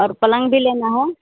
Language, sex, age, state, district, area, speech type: Hindi, female, 18-30, Bihar, Madhepura, rural, conversation